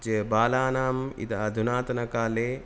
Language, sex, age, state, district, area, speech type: Sanskrit, male, 30-45, Karnataka, Udupi, rural, spontaneous